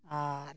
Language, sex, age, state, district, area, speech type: Santali, male, 60+, West Bengal, Purulia, rural, spontaneous